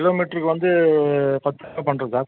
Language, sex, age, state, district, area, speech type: Tamil, male, 60+, Tamil Nadu, Nilgiris, rural, conversation